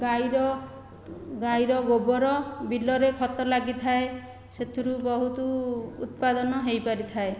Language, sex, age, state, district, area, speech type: Odia, female, 45-60, Odisha, Khordha, rural, spontaneous